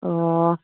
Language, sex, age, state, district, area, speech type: Manipuri, female, 30-45, Manipur, Kangpokpi, urban, conversation